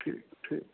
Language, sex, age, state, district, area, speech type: Dogri, male, 30-45, Jammu and Kashmir, Reasi, urban, conversation